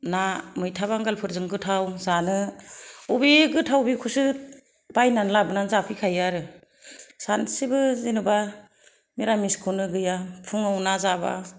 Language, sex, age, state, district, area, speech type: Bodo, female, 30-45, Assam, Kokrajhar, rural, spontaneous